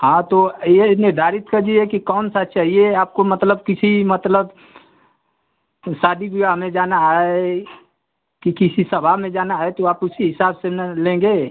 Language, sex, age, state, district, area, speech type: Hindi, male, 45-60, Uttar Pradesh, Mau, urban, conversation